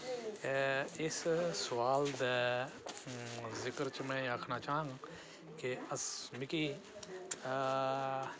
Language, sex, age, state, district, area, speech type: Dogri, male, 60+, Jammu and Kashmir, Udhampur, rural, spontaneous